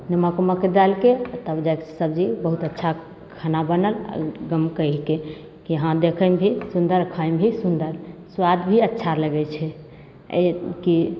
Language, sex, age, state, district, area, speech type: Maithili, female, 18-30, Bihar, Begusarai, rural, spontaneous